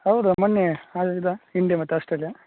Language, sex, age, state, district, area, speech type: Kannada, male, 18-30, Karnataka, Udupi, rural, conversation